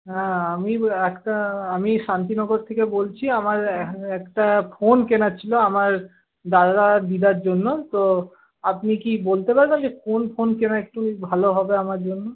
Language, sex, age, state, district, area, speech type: Bengali, male, 18-30, West Bengal, Paschim Bardhaman, urban, conversation